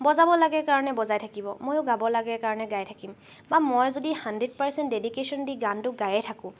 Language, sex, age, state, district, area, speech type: Assamese, female, 18-30, Assam, Charaideo, urban, spontaneous